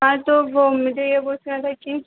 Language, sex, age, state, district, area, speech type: Hindi, female, 18-30, Madhya Pradesh, Harda, urban, conversation